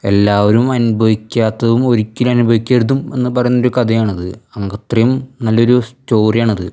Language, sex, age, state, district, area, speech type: Malayalam, male, 18-30, Kerala, Thrissur, rural, spontaneous